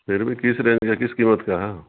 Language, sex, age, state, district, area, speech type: Urdu, male, 60+, Bihar, Supaul, rural, conversation